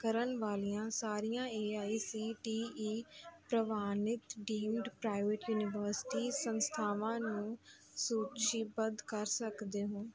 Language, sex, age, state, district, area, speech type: Punjabi, female, 18-30, Punjab, Mansa, urban, read